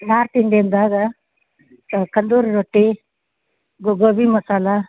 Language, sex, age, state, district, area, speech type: Kannada, female, 60+, Karnataka, Gadag, rural, conversation